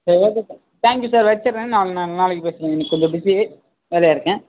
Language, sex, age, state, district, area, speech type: Tamil, male, 30-45, Tamil Nadu, Sivaganga, rural, conversation